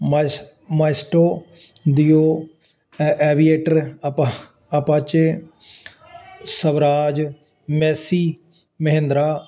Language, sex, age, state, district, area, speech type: Punjabi, male, 60+, Punjab, Ludhiana, urban, spontaneous